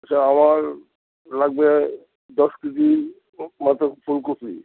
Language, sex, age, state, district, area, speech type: Bengali, male, 60+, West Bengal, Alipurduar, rural, conversation